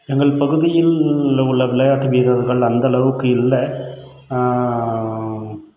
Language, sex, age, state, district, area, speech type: Tamil, male, 30-45, Tamil Nadu, Krishnagiri, rural, spontaneous